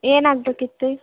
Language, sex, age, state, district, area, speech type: Kannada, female, 18-30, Karnataka, Davanagere, rural, conversation